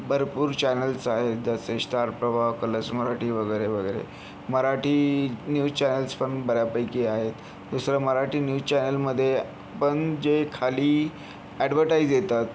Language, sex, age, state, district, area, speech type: Marathi, male, 30-45, Maharashtra, Yavatmal, urban, spontaneous